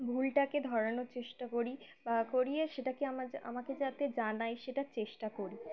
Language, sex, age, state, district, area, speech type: Bengali, female, 18-30, West Bengal, Birbhum, urban, spontaneous